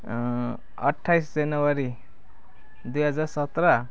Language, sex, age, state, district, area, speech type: Nepali, male, 18-30, West Bengal, Kalimpong, rural, spontaneous